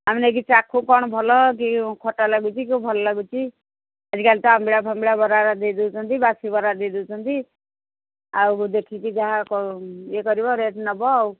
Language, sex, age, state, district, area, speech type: Odia, female, 60+, Odisha, Jharsuguda, rural, conversation